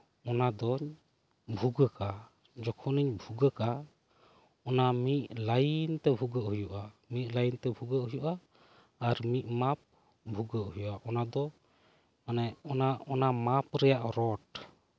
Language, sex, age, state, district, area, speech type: Santali, male, 30-45, West Bengal, Birbhum, rural, spontaneous